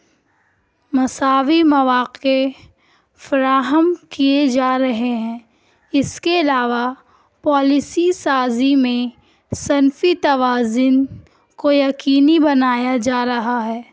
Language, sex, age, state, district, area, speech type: Urdu, female, 18-30, Bihar, Gaya, urban, spontaneous